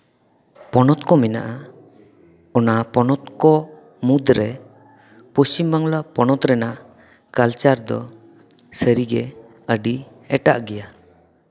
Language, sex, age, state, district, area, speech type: Santali, male, 30-45, West Bengal, Paschim Bardhaman, urban, spontaneous